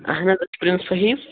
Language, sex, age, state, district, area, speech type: Kashmiri, male, 18-30, Jammu and Kashmir, Shopian, urban, conversation